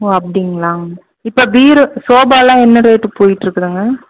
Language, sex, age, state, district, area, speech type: Tamil, female, 30-45, Tamil Nadu, Erode, rural, conversation